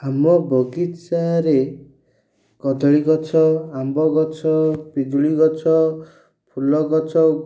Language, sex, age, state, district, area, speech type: Odia, male, 30-45, Odisha, Ganjam, urban, spontaneous